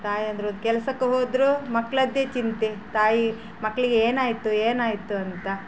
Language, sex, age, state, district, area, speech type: Kannada, female, 45-60, Karnataka, Udupi, rural, spontaneous